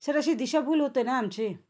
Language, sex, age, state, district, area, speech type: Marathi, female, 45-60, Maharashtra, Nanded, urban, spontaneous